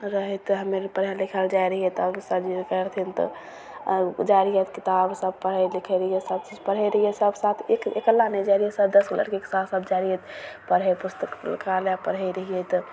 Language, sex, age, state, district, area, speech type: Maithili, female, 18-30, Bihar, Begusarai, rural, spontaneous